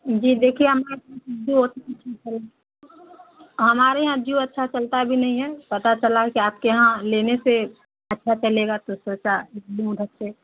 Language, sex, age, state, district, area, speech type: Urdu, female, 18-30, Bihar, Saharsa, rural, conversation